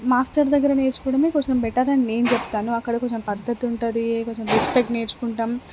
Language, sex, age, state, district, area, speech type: Telugu, female, 18-30, Telangana, Hanamkonda, urban, spontaneous